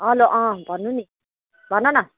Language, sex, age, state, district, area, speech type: Nepali, female, 45-60, West Bengal, Kalimpong, rural, conversation